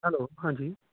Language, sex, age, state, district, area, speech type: Punjabi, male, 30-45, Punjab, Kapurthala, rural, conversation